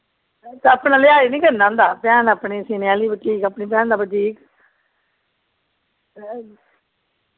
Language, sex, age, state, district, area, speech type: Dogri, female, 45-60, Jammu and Kashmir, Jammu, urban, conversation